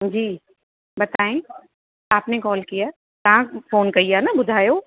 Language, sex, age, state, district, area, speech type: Sindhi, female, 45-60, Uttar Pradesh, Lucknow, rural, conversation